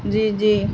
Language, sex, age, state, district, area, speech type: Urdu, female, 18-30, Bihar, Gaya, urban, spontaneous